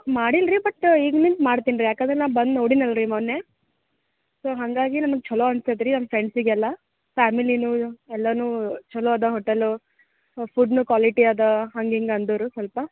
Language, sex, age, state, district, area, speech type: Kannada, female, 18-30, Karnataka, Gulbarga, urban, conversation